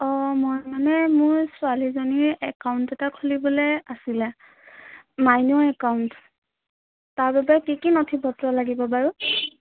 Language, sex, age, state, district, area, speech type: Assamese, female, 18-30, Assam, Jorhat, urban, conversation